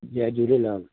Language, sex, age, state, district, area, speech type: Sindhi, male, 60+, Delhi, South Delhi, rural, conversation